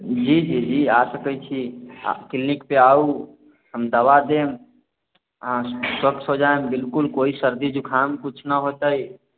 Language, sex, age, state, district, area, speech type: Maithili, male, 18-30, Bihar, Sitamarhi, rural, conversation